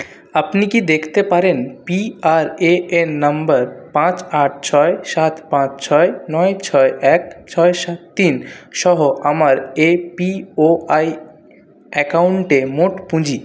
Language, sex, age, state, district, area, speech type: Bengali, male, 30-45, West Bengal, Purulia, urban, read